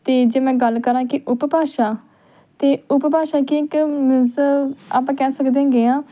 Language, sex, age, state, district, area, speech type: Punjabi, female, 18-30, Punjab, Tarn Taran, urban, spontaneous